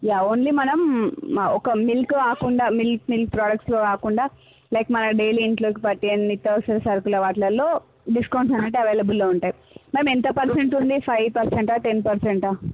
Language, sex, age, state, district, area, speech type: Telugu, female, 45-60, Andhra Pradesh, Visakhapatnam, urban, conversation